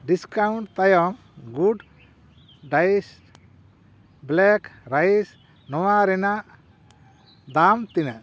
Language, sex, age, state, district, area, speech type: Santali, male, 60+, West Bengal, Paschim Bardhaman, rural, read